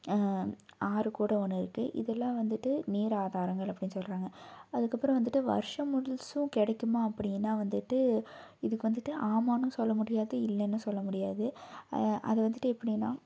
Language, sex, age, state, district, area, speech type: Tamil, female, 18-30, Tamil Nadu, Tiruppur, rural, spontaneous